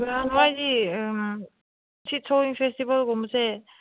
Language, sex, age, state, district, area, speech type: Manipuri, female, 18-30, Manipur, Kangpokpi, urban, conversation